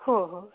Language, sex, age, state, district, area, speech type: Marathi, female, 30-45, Maharashtra, Beed, urban, conversation